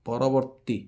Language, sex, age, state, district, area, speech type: Odia, male, 45-60, Odisha, Balasore, rural, read